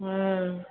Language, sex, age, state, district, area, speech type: Santali, female, 30-45, West Bengal, Birbhum, rural, conversation